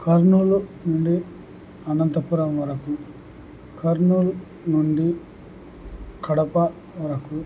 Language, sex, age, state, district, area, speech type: Telugu, male, 18-30, Andhra Pradesh, Kurnool, urban, spontaneous